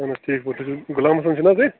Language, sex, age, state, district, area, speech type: Kashmiri, male, 30-45, Jammu and Kashmir, Bandipora, rural, conversation